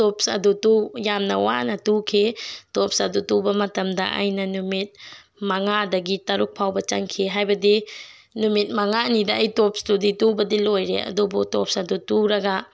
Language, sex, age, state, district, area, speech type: Manipuri, female, 18-30, Manipur, Tengnoupal, rural, spontaneous